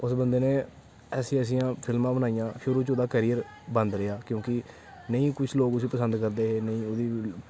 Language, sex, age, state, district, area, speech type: Dogri, male, 18-30, Jammu and Kashmir, Kathua, rural, spontaneous